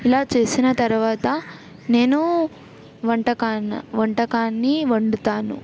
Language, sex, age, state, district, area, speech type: Telugu, female, 18-30, Telangana, Yadadri Bhuvanagiri, urban, spontaneous